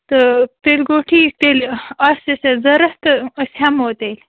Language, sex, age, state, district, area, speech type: Kashmiri, female, 30-45, Jammu and Kashmir, Bandipora, rural, conversation